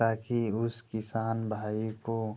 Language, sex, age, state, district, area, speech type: Hindi, male, 30-45, Uttar Pradesh, Ghazipur, rural, spontaneous